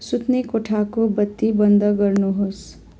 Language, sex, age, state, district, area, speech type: Nepali, female, 30-45, West Bengal, Darjeeling, rural, read